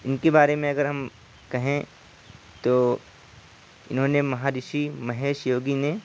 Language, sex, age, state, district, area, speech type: Urdu, male, 18-30, Uttar Pradesh, Siddharthnagar, rural, spontaneous